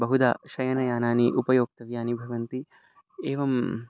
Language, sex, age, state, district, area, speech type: Sanskrit, male, 30-45, Karnataka, Bangalore Urban, urban, spontaneous